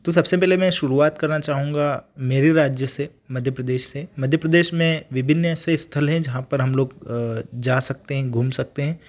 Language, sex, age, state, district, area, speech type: Hindi, male, 18-30, Madhya Pradesh, Ujjain, rural, spontaneous